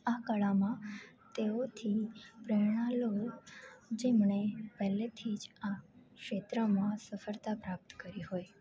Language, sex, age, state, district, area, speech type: Gujarati, female, 18-30, Gujarat, Junagadh, rural, spontaneous